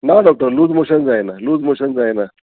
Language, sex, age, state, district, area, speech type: Goan Konkani, male, 45-60, Goa, Murmgao, rural, conversation